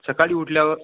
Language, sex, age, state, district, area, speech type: Marathi, male, 18-30, Maharashtra, Washim, rural, conversation